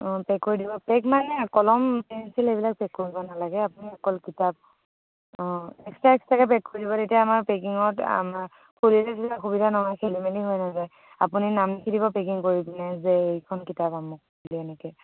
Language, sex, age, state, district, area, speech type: Assamese, female, 18-30, Assam, Dhemaji, urban, conversation